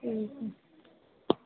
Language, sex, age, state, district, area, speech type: Dogri, female, 18-30, Jammu and Kashmir, Reasi, rural, conversation